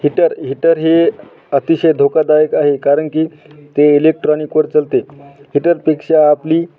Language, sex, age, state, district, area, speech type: Marathi, male, 30-45, Maharashtra, Hingoli, urban, spontaneous